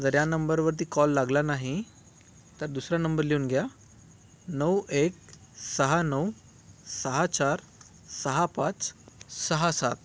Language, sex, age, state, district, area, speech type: Marathi, male, 30-45, Maharashtra, Thane, urban, spontaneous